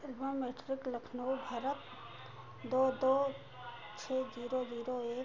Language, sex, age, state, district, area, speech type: Hindi, female, 60+, Uttar Pradesh, Ayodhya, urban, read